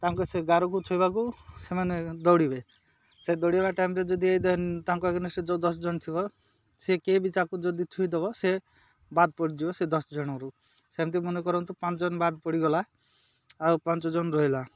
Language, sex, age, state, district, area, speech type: Odia, male, 30-45, Odisha, Malkangiri, urban, spontaneous